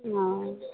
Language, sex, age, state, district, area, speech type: Maithili, female, 45-60, Bihar, Madhepura, rural, conversation